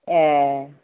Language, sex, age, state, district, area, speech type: Bodo, female, 60+, Assam, Kokrajhar, urban, conversation